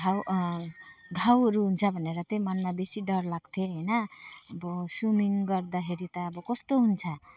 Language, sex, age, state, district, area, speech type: Nepali, female, 45-60, West Bengal, Alipurduar, rural, spontaneous